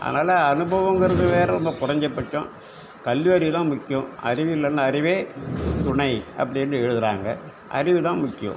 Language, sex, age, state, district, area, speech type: Tamil, male, 60+, Tamil Nadu, Cuddalore, rural, spontaneous